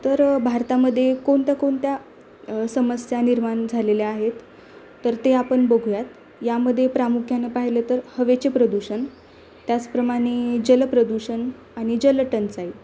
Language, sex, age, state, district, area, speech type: Marathi, female, 18-30, Maharashtra, Osmanabad, rural, spontaneous